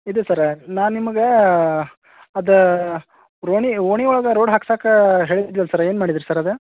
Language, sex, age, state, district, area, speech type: Kannada, male, 30-45, Karnataka, Dharwad, rural, conversation